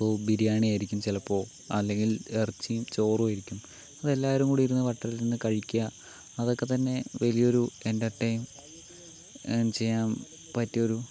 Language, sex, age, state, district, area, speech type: Malayalam, male, 18-30, Kerala, Palakkad, rural, spontaneous